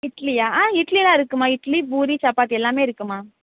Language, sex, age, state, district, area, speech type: Tamil, female, 18-30, Tamil Nadu, Madurai, rural, conversation